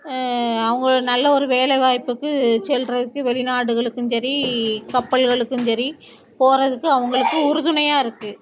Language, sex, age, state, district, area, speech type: Tamil, female, 45-60, Tamil Nadu, Thoothukudi, rural, spontaneous